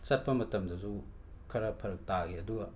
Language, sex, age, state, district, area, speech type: Manipuri, male, 60+, Manipur, Imphal West, urban, spontaneous